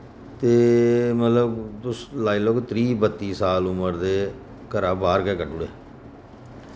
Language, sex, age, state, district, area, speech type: Dogri, male, 45-60, Jammu and Kashmir, Reasi, urban, spontaneous